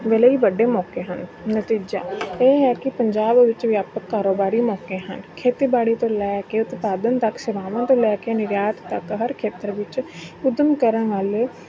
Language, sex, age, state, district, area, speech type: Punjabi, female, 30-45, Punjab, Mansa, urban, spontaneous